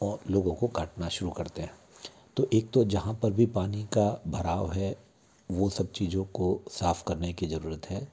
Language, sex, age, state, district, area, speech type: Hindi, male, 60+, Madhya Pradesh, Bhopal, urban, spontaneous